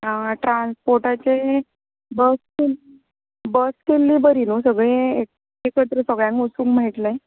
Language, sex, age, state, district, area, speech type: Goan Konkani, female, 30-45, Goa, Tiswadi, rural, conversation